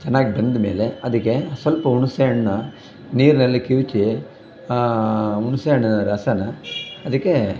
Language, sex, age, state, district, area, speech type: Kannada, male, 60+, Karnataka, Chamarajanagar, rural, spontaneous